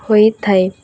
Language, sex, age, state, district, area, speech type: Odia, female, 18-30, Odisha, Nuapada, urban, spontaneous